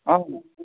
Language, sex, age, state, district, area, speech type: Assamese, male, 18-30, Assam, Dhemaji, rural, conversation